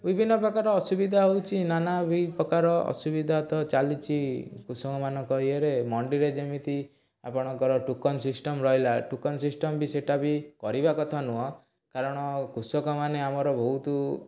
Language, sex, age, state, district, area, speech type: Odia, male, 18-30, Odisha, Cuttack, urban, spontaneous